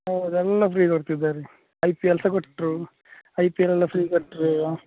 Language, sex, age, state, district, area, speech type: Kannada, male, 18-30, Karnataka, Udupi, rural, conversation